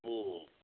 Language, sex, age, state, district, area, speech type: Odia, male, 45-60, Odisha, Koraput, rural, conversation